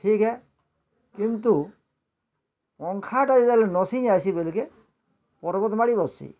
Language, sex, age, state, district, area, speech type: Odia, male, 60+, Odisha, Bargarh, urban, spontaneous